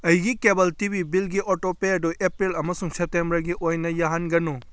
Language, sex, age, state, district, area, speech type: Manipuri, male, 30-45, Manipur, Kakching, rural, read